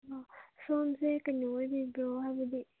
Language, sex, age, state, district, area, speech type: Manipuri, female, 18-30, Manipur, Kangpokpi, urban, conversation